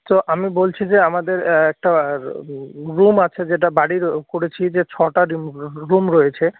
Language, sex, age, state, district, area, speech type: Bengali, male, 18-30, West Bengal, Jalpaiguri, urban, conversation